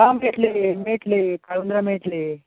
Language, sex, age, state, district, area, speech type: Goan Konkani, male, 18-30, Goa, Tiswadi, rural, conversation